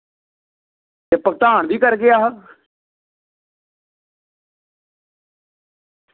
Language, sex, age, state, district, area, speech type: Dogri, male, 30-45, Jammu and Kashmir, Samba, rural, conversation